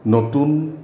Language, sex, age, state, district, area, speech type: Assamese, male, 60+, Assam, Goalpara, urban, spontaneous